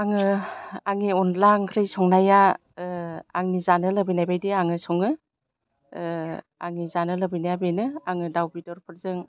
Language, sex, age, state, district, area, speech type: Bodo, female, 60+, Assam, Chirang, rural, spontaneous